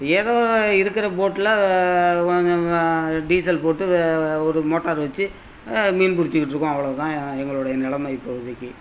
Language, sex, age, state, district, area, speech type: Tamil, male, 60+, Tamil Nadu, Thanjavur, rural, spontaneous